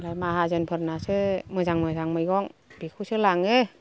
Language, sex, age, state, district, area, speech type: Bodo, female, 60+, Assam, Kokrajhar, rural, spontaneous